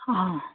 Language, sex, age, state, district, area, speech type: Assamese, female, 45-60, Assam, Sivasagar, rural, conversation